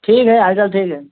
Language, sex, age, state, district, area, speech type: Hindi, male, 30-45, Uttar Pradesh, Mau, rural, conversation